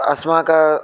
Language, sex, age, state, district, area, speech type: Sanskrit, male, 30-45, Telangana, Ranga Reddy, urban, spontaneous